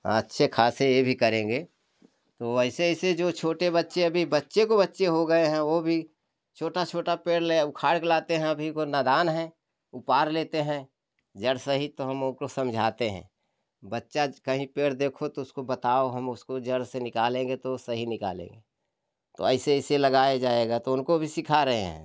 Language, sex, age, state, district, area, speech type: Hindi, male, 60+, Uttar Pradesh, Jaunpur, rural, spontaneous